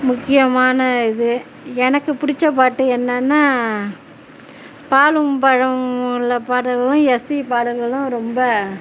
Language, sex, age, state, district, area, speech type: Tamil, female, 45-60, Tamil Nadu, Tiruchirappalli, rural, spontaneous